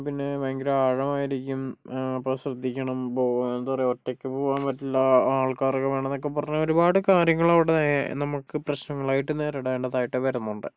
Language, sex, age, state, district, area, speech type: Malayalam, male, 18-30, Kerala, Kozhikode, urban, spontaneous